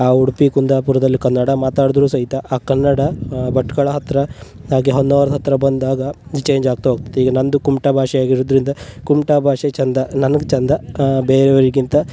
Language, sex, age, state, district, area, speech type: Kannada, male, 18-30, Karnataka, Uttara Kannada, rural, spontaneous